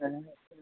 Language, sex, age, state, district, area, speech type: Tamil, male, 60+, Tamil Nadu, Madurai, rural, conversation